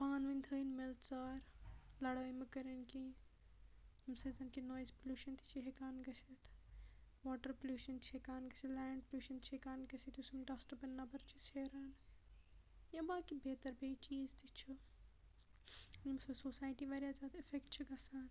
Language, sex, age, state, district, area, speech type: Kashmiri, female, 18-30, Jammu and Kashmir, Baramulla, rural, spontaneous